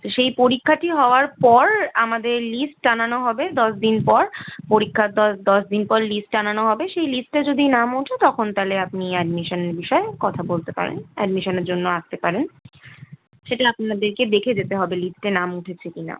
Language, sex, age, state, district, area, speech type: Bengali, female, 18-30, West Bengal, Kolkata, urban, conversation